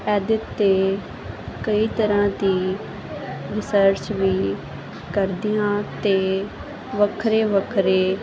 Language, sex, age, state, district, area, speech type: Punjabi, female, 18-30, Punjab, Muktsar, urban, spontaneous